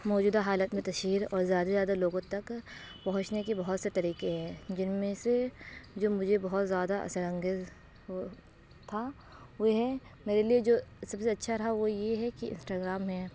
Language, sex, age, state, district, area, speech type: Urdu, female, 18-30, Uttar Pradesh, Aligarh, urban, spontaneous